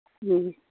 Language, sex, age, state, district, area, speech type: Manipuri, female, 60+, Manipur, Imphal East, rural, conversation